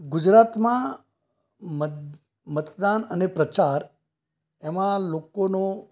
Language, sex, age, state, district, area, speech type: Gujarati, male, 60+, Gujarat, Ahmedabad, urban, spontaneous